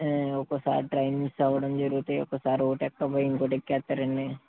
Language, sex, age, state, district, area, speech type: Telugu, male, 18-30, Andhra Pradesh, West Godavari, rural, conversation